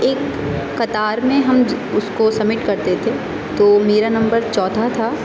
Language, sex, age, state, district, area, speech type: Urdu, female, 18-30, Uttar Pradesh, Aligarh, urban, spontaneous